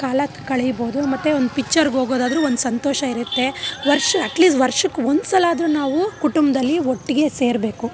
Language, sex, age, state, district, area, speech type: Kannada, female, 30-45, Karnataka, Bangalore Urban, urban, spontaneous